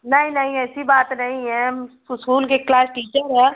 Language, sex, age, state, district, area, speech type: Hindi, female, 30-45, Uttar Pradesh, Azamgarh, rural, conversation